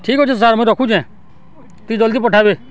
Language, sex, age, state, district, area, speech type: Odia, male, 60+, Odisha, Balangir, urban, spontaneous